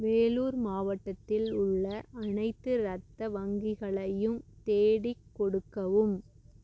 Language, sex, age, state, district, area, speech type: Tamil, female, 30-45, Tamil Nadu, Namakkal, rural, read